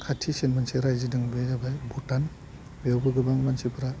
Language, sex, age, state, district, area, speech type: Bodo, male, 30-45, Assam, Udalguri, urban, spontaneous